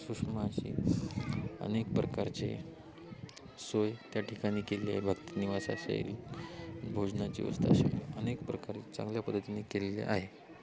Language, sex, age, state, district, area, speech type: Marathi, male, 18-30, Maharashtra, Hingoli, urban, spontaneous